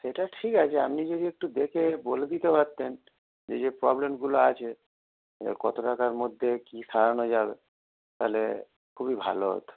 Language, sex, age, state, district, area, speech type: Bengali, male, 30-45, West Bengal, Howrah, urban, conversation